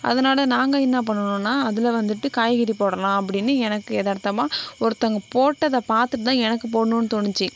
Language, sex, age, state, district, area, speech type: Tamil, female, 60+, Tamil Nadu, Sivaganga, rural, spontaneous